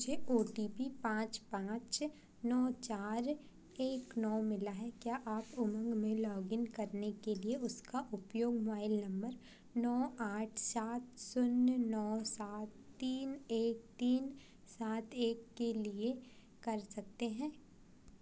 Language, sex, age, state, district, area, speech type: Hindi, female, 18-30, Madhya Pradesh, Chhindwara, urban, read